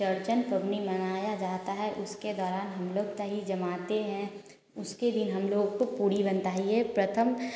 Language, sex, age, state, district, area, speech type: Hindi, female, 18-30, Bihar, Samastipur, rural, spontaneous